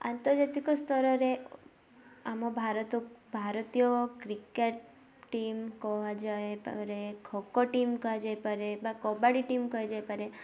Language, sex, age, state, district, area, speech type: Odia, female, 18-30, Odisha, Balasore, rural, spontaneous